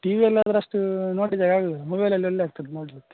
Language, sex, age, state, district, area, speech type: Kannada, male, 18-30, Karnataka, Udupi, rural, conversation